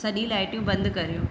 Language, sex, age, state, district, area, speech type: Sindhi, female, 18-30, Madhya Pradesh, Katni, rural, read